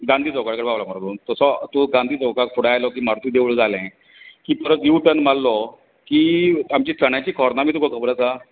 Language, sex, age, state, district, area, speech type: Goan Konkani, male, 45-60, Goa, Bardez, urban, conversation